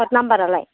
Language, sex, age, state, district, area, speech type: Bodo, female, 60+, Assam, Kokrajhar, rural, conversation